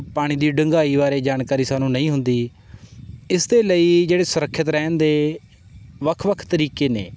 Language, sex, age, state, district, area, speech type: Punjabi, male, 18-30, Punjab, Bathinda, rural, spontaneous